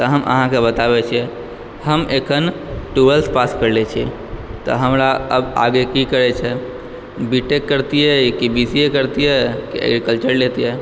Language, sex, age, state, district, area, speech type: Maithili, male, 18-30, Bihar, Purnia, urban, spontaneous